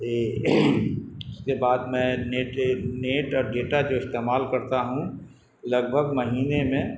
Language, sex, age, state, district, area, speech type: Urdu, male, 45-60, Bihar, Darbhanga, urban, spontaneous